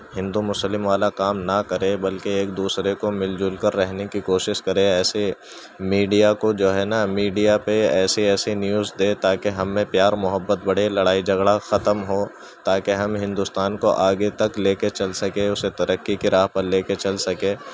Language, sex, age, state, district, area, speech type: Urdu, male, 18-30, Uttar Pradesh, Gautam Buddha Nagar, rural, spontaneous